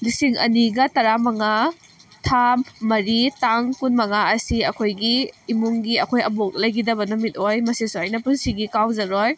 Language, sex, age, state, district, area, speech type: Manipuri, female, 18-30, Manipur, Kakching, rural, spontaneous